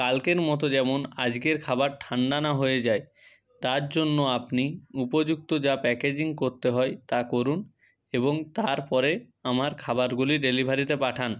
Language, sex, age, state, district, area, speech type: Bengali, male, 30-45, West Bengal, Purba Medinipur, rural, spontaneous